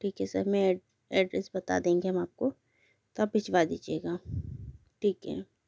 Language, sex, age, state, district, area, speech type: Hindi, female, 18-30, Madhya Pradesh, Betul, urban, spontaneous